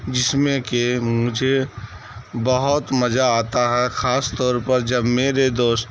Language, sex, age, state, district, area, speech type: Urdu, male, 30-45, Bihar, Saharsa, rural, spontaneous